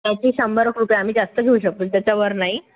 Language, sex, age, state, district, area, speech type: Marathi, female, 18-30, Maharashtra, Thane, urban, conversation